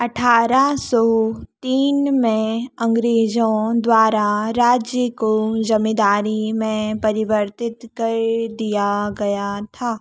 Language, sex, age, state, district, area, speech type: Hindi, female, 18-30, Madhya Pradesh, Narsinghpur, urban, read